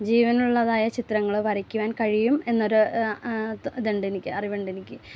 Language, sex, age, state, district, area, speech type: Malayalam, female, 30-45, Kerala, Ernakulam, rural, spontaneous